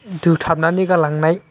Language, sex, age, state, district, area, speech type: Bodo, male, 18-30, Assam, Baksa, rural, spontaneous